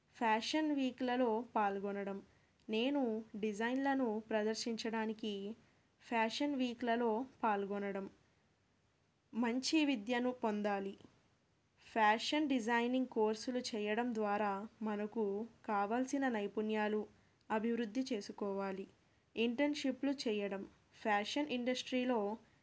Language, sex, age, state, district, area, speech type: Telugu, female, 30-45, Andhra Pradesh, Krishna, urban, spontaneous